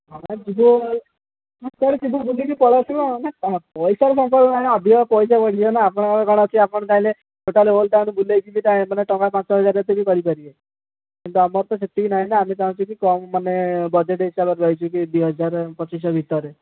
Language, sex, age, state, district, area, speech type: Odia, male, 18-30, Odisha, Dhenkanal, rural, conversation